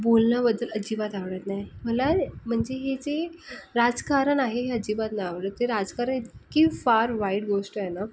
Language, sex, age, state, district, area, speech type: Marathi, female, 45-60, Maharashtra, Thane, urban, spontaneous